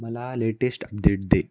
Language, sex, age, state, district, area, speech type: Marathi, male, 18-30, Maharashtra, Nanded, rural, read